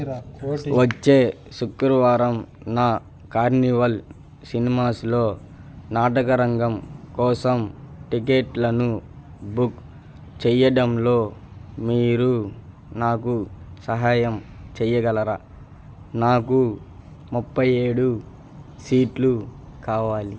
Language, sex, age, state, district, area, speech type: Telugu, male, 18-30, Andhra Pradesh, Bapatla, rural, read